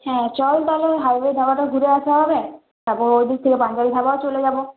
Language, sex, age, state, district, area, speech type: Bengali, female, 18-30, West Bengal, Purulia, rural, conversation